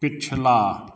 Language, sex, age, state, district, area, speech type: Hindi, male, 60+, Bihar, Begusarai, urban, read